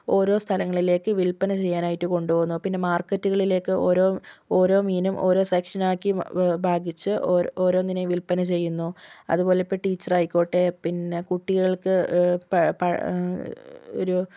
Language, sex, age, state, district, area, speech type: Malayalam, female, 18-30, Kerala, Kozhikode, rural, spontaneous